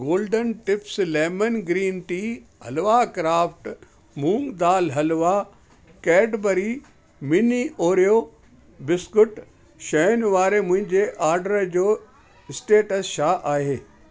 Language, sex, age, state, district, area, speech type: Sindhi, male, 60+, Delhi, South Delhi, urban, read